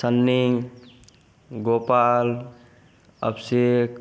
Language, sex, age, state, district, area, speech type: Hindi, male, 18-30, Rajasthan, Bharatpur, rural, spontaneous